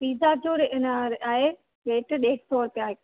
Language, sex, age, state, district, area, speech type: Sindhi, female, 30-45, Rajasthan, Ajmer, urban, conversation